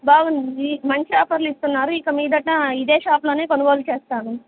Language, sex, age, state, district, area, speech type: Telugu, female, 18-30, Andhra Pradesh, Sri Satya Sai, urban, conversation